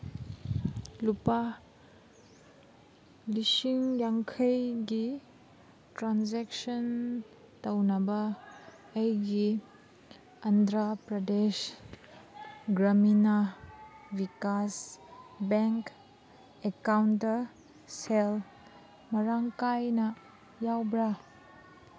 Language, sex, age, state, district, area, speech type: Manipuri, female, 18-30, Manipur, Kangpokpi, urban, read